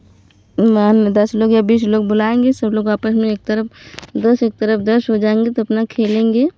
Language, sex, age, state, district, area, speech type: Hindi, female, 18-30, Uttar Pradesh, Varanasi, rural, spontaneous